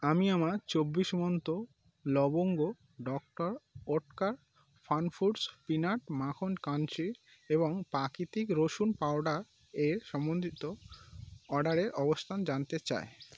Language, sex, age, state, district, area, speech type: Bengali, male, 30-45, West Bengal, North 24 Parganas, urban, read